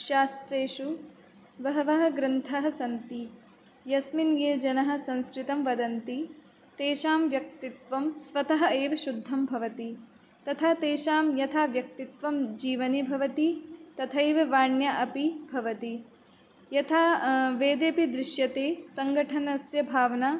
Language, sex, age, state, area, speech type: Sanskrit, female, 18-30, Uttar Pradesh, rural, spontaneous